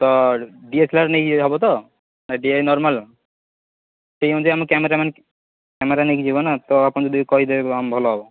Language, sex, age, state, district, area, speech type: Odia, male, 30-45, Odisha, Puri, urban, conversation